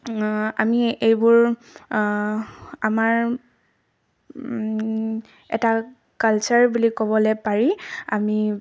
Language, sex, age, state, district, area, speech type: Assamese, female, 18-30, Assam, Tinsukia, urban, spontaneous